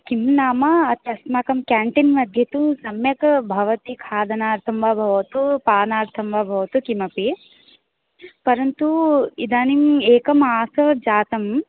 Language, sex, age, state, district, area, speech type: Sanskrit, female, 18-30, Odisha, Ganjam, urban, conversation